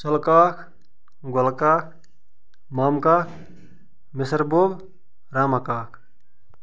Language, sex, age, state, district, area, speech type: Kashmiri, male, 30-45, Jammu and Kashmir, Bandipora, rural, spontaneous